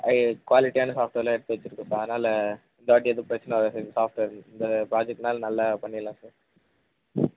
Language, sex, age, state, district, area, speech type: Tamil, male, 18-30, Tamil Nadu, Vellore, rural, conversation